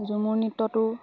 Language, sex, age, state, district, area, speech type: Assamese, female, 18-30, Assam, Lakhimpur, rural, spontaneous